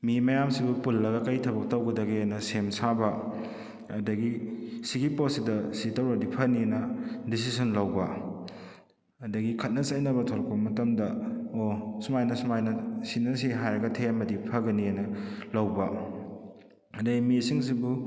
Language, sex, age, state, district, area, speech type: Manipuri, male, 30-45, Manipur, Kakching, rural, spontaneous